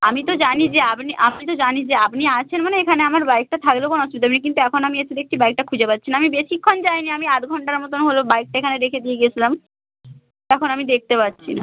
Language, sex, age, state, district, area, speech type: Bengali, female, 18-30, West Bengal, Bankura, rural, conversation